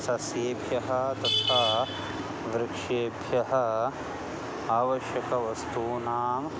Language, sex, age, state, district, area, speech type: Sanskrit, male, 30-45, Karnataka, Bangalore Urban, urban, spontaneous